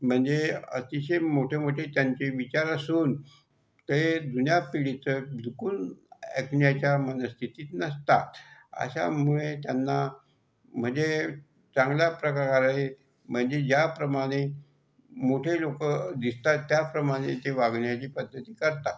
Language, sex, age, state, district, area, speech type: Marathi, male, 45-60, Maharashtra, Buldhana, rural, spontaneous